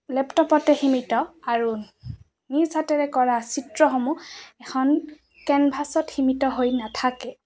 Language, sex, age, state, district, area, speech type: Assamese, female, 18-30, Assam, Goalpara, rural, spontaneous